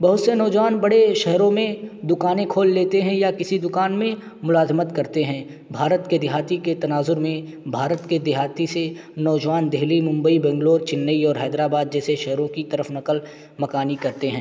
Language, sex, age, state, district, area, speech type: Urdu, male, 18-30, Uttar Pradesh, Balrampur, rural, spontaneous